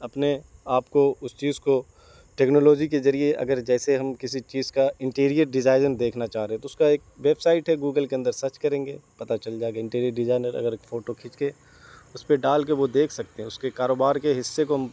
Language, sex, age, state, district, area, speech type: Urdu, male, 18-30, Bihar, Saharsa, urban, spontaneous